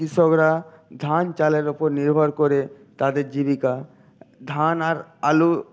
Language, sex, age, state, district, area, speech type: Bengali, male, 18-30, West Bengal, Paschim Medinipur, urban, spontaneous